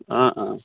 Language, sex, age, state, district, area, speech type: Assamese, male, 18-30, Assam, Biswanath, rural, conversation